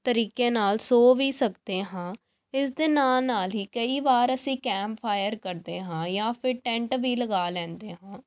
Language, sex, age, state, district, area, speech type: Punjabi, female, 18-30, Punjab, Pathankot, urban, spontaneous